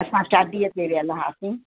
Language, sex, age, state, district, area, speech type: Sindhi, female, 60+, Gujarat, Kutch, rural, conversation